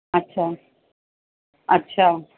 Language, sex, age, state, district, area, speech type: Punjabi, female, 30-45, Punjab, Muktsar, urban, conversation